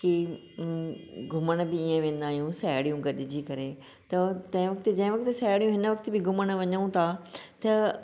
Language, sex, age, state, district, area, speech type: Sindhi, female, 45-60, Maharashtra, Thane, urban, spontaneous